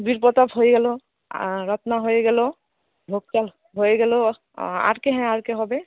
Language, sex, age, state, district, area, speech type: Bengali, female, 18-30, West Bengal, Alipurduar, rural, conversation